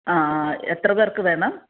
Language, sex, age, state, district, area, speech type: Malayalam, female, 45-60, Kerala, Alappuzha, rural, conversation